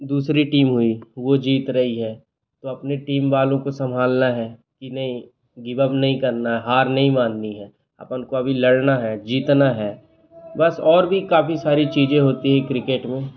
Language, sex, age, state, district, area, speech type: Hindi, male, 18-30, Madhya Pradesh, Jabalpur, urban, spontaneous